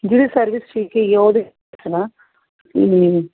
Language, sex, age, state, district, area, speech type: Punjabi, female, 60+, Punjab, Amritsar, urban, conversation